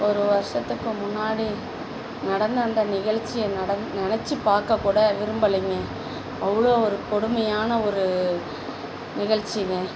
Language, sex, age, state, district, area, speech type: Tamil, female, 45-60, Tamil Nadu, Dharmapuri, rural, spontaneous